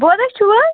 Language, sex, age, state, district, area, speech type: Kashmiri, female, 30-45, Jammu and Kashmir, Baramulla, rural, conversation